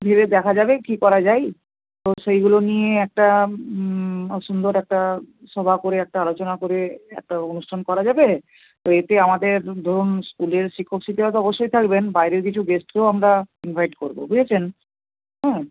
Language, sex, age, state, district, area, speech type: Bengali, female, 60+, West Bengal, North 24 Parganas, rural, conversation